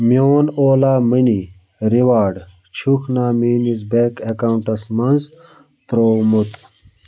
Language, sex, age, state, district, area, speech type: Kashmiri, male, 60+, Jammu and Kashmir, Budgam, rural, read